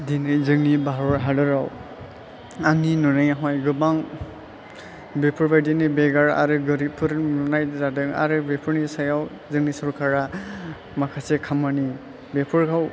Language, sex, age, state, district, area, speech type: Bodo, male, 18-30, Assam, Chirang, urban, spontaneous